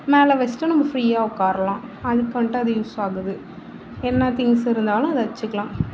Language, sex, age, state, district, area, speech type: Tamil, female, 30-45, Tamil Nadu, Mayiladuthurai, urban, spontaneous